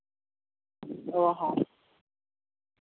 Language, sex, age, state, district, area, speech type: Santali, male, 18-30, Jharkhand, Seraikela Kharsawan, rural, conversation